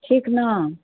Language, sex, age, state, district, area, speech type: Maithili, female, 60+, Bihar, Supaul, rural, conversation